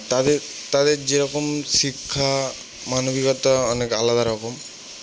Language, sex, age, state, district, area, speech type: Bengali, male, 18-30, West Bengal, South 24 Parganas, rural, spontaneous